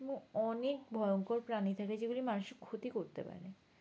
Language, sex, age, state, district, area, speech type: Bengali, female, 18-30, West Bengal, Uttar Dinajpur, urban, spontaneous